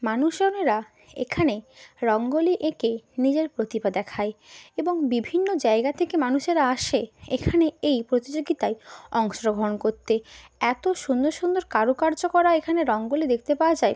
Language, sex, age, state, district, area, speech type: Bengali, female, 18-30, West Bengal, Hooghly, urban, spontaneous